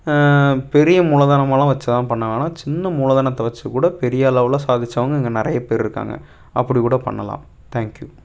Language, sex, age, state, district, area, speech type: Tamil, male, 18-30, Tamil Nadu, Tiruppur, rural, spontaneous